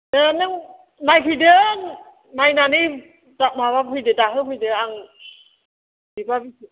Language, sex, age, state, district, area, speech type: Bodo, female, 60+, Assam, Chirang, rural, conversation